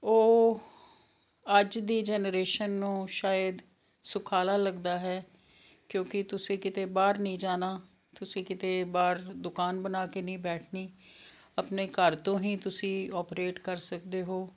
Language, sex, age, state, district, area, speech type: Punjabi, female, 60+, Punjab, Fazilka, rural, spontaneous